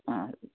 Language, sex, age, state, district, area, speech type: Nepali, female, 60+, West Bengal, Kalimpong, rural, conversation